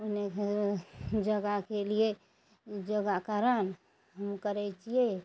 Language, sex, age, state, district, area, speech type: Maithili, female, 60+, Bihar, Araria, rural, spontaneous